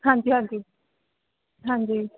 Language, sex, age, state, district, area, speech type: Punjabi, female, 18-30, Punjab, Ludhiana, urban, conversation